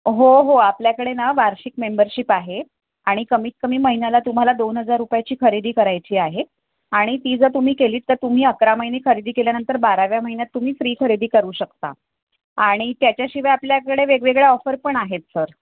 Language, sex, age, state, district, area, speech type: Marathi, female, 45-60, Maharashtra, Thane, rural, conversation